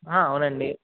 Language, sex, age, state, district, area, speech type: Telugu, male, 18-30, Telangana, Mahabubabad, urban, conversation